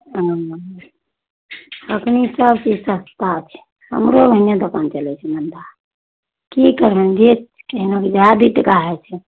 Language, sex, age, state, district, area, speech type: Maithili, female, 45-60, Bihar, Araria, rural, conversation